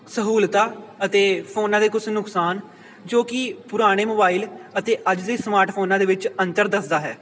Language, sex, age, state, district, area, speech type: Punjabi, male, 18-30, Punjab, Pathankot, rural, spontaneous